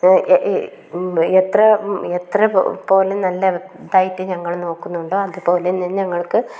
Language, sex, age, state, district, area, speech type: Malayalam, female, 45-60, Kerala, Kasaragod, rural, spontaneous